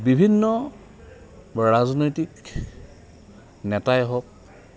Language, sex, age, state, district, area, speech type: Assamese, male, 60+, Assam, Goalpara, urban, spontaneous